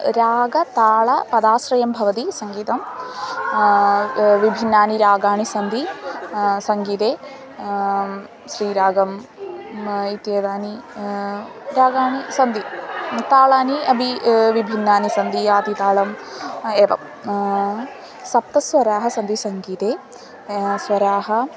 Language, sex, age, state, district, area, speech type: Sanskrit, female, 18-30, Kerala, Thrissur, rural, spontaneous